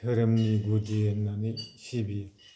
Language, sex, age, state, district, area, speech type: Bodo, male, 45-60, Assam, Baksa, rural, spontaneous